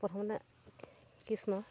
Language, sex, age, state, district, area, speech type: Assamese, female, 45-60, Assam, Dhemaji, rural, spontaneous